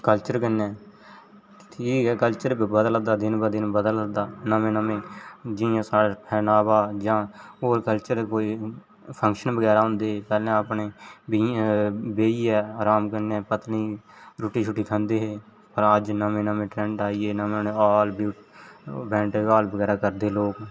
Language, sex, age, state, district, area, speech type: Dogri, male, 18-30, Jammu and Kashmir, Jammu, rural, spontaneous